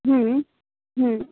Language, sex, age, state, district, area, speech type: Maithili, female, 18-30, Bihar, Saharsa, rural, conversation